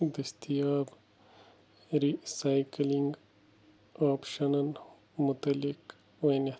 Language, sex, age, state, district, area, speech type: Kashmiri, male, 18-30, Jammu and Kashmir, Bandipora, rural, read